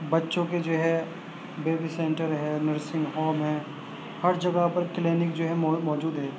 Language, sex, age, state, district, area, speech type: Urdu, male, 18-30, Uttar Pradesh, Gautam Buddha Nagar, urban, spontaneous